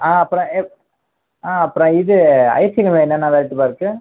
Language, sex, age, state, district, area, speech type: Tamil, male, 30-45, Tamil Nadu, Ariyalur, rural, conversation